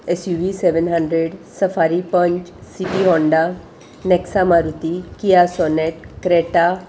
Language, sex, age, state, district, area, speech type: Goan Konkani, female, 45-60, Goa, Salcete, urban, spontaneous